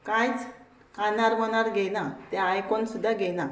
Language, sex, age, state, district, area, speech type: Goan Konkani, female, 30-45, Goa, Murmgao, rural, spontaneous